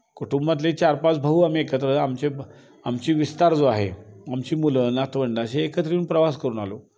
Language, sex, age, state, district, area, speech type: Marathi, male, 60+, Maharashtra, Kolhapur, urban, spontaneous